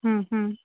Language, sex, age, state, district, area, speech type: Sindhi, female, 45-60, Uttar Pradesh, Lucknow, rural, conversation